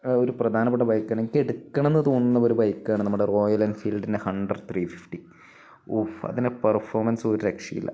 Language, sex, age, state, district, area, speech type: Malayalam, male, 45-60, Kerala, Wayanad, rural, spontaneous